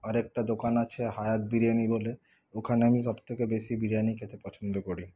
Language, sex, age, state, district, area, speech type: Bengali, male, 45-60, West Bengal, Paschim Bardhaman, rural, spontaneous